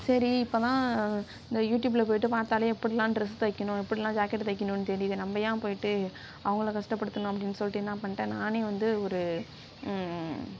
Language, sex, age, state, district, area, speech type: Tamil, female, 60+, Tamil Nadu, Sivaganga, rural, spontaneous